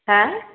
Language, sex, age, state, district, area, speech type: Bodo, female, 18-30, Assam, Baksa, rural, conversation